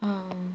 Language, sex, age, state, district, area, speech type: Goan Konkani, female, 18-30, Goa, Ponda, rural, spontaneous